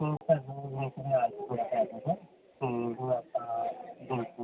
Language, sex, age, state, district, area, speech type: Punjabi, female, 18-30, Punjab, Ludhiana, rural, conversation